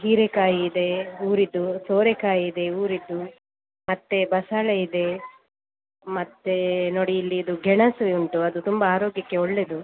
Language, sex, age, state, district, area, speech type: Kannada, female, 45-60, Karnataka, Dakshina Kannada, rural, conversation